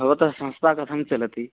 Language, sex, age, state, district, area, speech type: Sanskrit, male, 18-30, Odisha, Kandhamal, urban, conversation